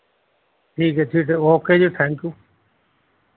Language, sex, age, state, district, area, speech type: Urdu, male, 60+, Uttar Pradesh, Muzaffarnagar, urban, conversation